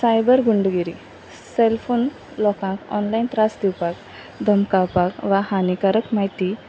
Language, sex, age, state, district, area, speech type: Goan Konkani, female, 30-45, Goa, Quepem, rural, spontaneous